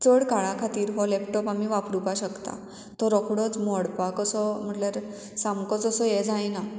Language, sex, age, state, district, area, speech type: Goan Konkani, female, 18-30, Goa, Murmgao, urban, spontaneous